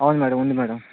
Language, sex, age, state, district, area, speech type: Telugu, male, 30-45, Andhra Pradesh, Vizianagaram, urban, conversation